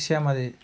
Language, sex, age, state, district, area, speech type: Telugu, male, 18-30, Andhra Pradesh, Alluri Sitarama Raju, rural, spontaneous